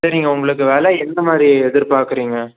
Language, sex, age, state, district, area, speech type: Tamil, male, 18-30, Tamil Nadu, Salem, urban, conversation